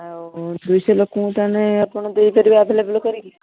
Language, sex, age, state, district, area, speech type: Odia, female, 30-45, Odisha, Kendujhar, urban, conversation